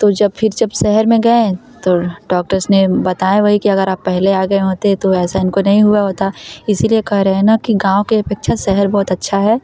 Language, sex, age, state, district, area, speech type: Hindi, female, 18-30, Uttar Pradesh, Varanasi, rural, spontaneous